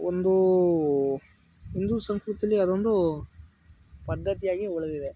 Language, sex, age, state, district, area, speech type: Kannada, male, 18-30, Karnataka, Mysore, rural, spontaneous